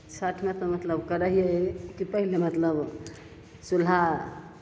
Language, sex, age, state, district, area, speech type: Maithili, female, 60+, Bihar, Begusarai, rural, spontaneous